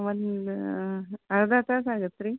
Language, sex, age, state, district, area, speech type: Kannada, female, 45-60, Karnataka, Gadag, rural, conversation